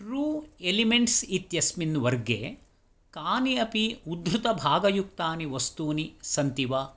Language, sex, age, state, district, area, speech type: Sanskrit, male, 60+, Karnataka, Tumkur, urban, read